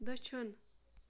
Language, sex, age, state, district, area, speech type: Kashmiri, female, 30-45, Jammu and Kashmir, Ganderbal, rural, read